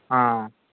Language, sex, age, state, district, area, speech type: Odia, male, 45-60, Odisha, Sambalpur, rural, conversation